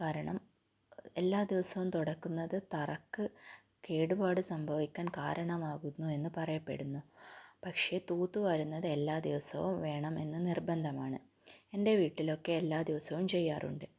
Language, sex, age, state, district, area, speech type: Malayalam, female, 18-30, Kerala, Kannur, rural, spontaneous